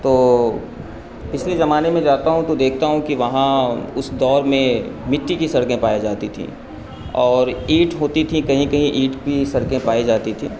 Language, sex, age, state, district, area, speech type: Urdu, male, 45-60, Bihar, Supaul, rural, spontaneous